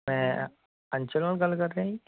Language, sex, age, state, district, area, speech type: Punjabi, male, 18-30, Punjab, Mansa, urban, conversation